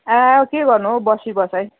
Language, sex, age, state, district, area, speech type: Nepali, female, 30-45, West Bengal, Kalimpong, rural, conversation